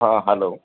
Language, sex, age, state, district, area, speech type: Odia, male, 45-60, Odisha, Sundergarh, rural, conversation